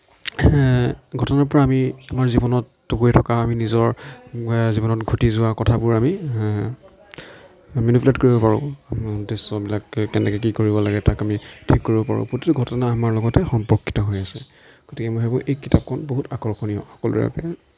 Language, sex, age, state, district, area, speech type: Assamese, male, 45-60, Assam, Darrang, rural, spontaneous